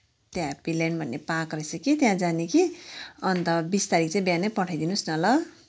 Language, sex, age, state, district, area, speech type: Nepali, female, 45-60, West Bengal, Kalimpong, rural, spontaneous